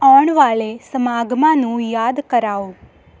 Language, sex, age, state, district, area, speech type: Punjabi, female, 18-30, Punjab, Hoshiarpur, rural, read